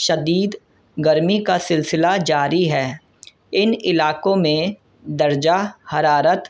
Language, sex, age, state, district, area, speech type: Urdu, male, 18-30, Delhi, North East Delhi, urban, spontaneous